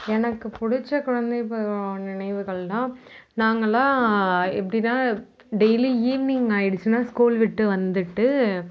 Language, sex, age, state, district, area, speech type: Tamil, female, 30-45, Tamil Nadu, Mayiladuthurai, rural, spontaneous